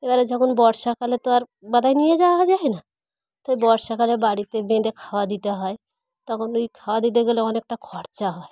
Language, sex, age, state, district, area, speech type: Bengali, female, 30-45, West Bengal, Dakshin Dinajpur, urban, spontaneous